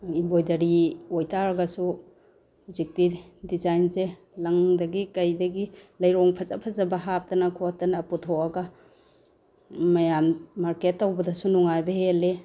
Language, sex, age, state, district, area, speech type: Manipuri, female, 45-60, Manipur, Bishnupur, rural, spontaneous